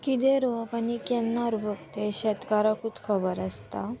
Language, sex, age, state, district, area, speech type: Goan Konkani, female, 18-30, Goa, Murmgao, rural, spontaneous